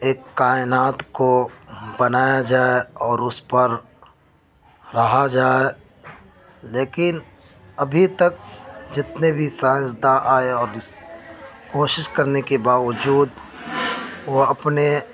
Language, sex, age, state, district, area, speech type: Urdu, male, 30-45, Uttar Pradesh, Ghaziabad, urban, spontaneous